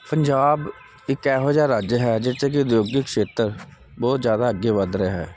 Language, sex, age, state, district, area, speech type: Punjabi, male, 30-45, Punjab, Jalandhar, urban, spontaneous